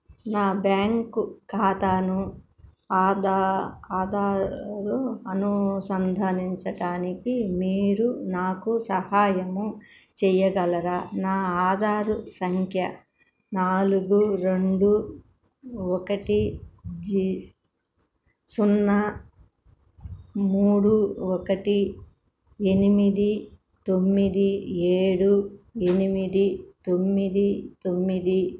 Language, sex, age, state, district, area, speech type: Telugu, female, 60+, Andhra Pradesh, Krishna, urban, read